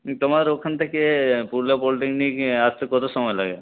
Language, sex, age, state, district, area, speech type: Bengali, male, 18-30, West Bengal, Purulia, rural, conversation